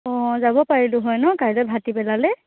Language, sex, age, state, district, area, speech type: Assamese, female, 18-30, Assam, Nagaon, rural, conversation